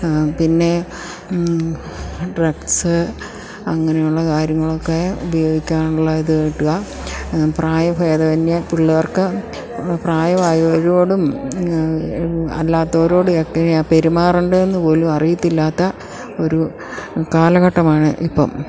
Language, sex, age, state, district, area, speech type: Malayalam, female, 60+, Kerala, Idukki, rural, spontaneous